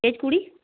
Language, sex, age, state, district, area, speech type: Bengali, female, 45-60, West Bengal, Purulia, rural, conversation